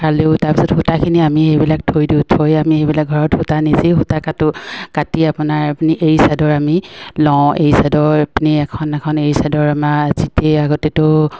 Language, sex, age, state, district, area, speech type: Assamese, female, 45-60, Assam, Dibrugarh, rural, spontaneous